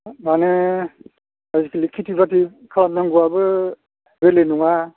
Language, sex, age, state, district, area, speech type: Bodo, male, 60+, Assam, Kokrajhar, urban, conversation